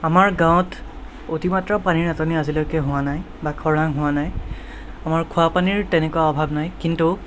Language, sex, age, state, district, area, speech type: Assamese, male, 18-30, Assam, Kamrup Metropolitan, rural, spontaneous